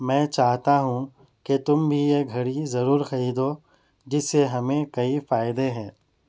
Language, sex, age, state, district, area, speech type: Urdu, male, 30-45, Telangana, Hyderabad, urban, spontaneous